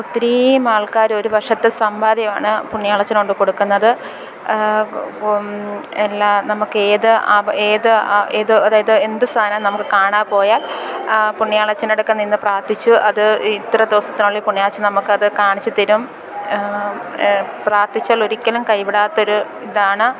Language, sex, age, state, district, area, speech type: Malayalam, female, 30-45, Kerala, Alappuzha, rural, spontaneous